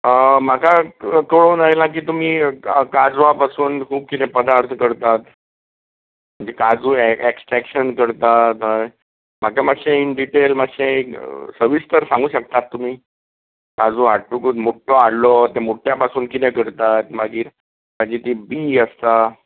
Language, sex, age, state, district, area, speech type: Goan Konkani, male, 45-60, Goa, Bardez, urban, conversation